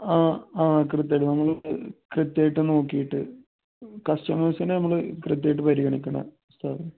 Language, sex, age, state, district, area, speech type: Malayalam, male, 30-45, Kerala, Malappuram, rural, conversation